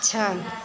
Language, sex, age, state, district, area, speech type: Hindi, female, 45-60, Uttar Pradesh, Mau, urban, read